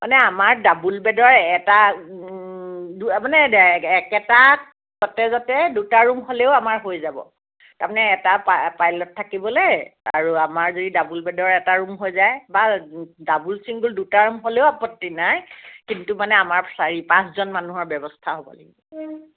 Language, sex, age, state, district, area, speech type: Assamese, female, 60+, Assam, Dibrugarh, rural, conversation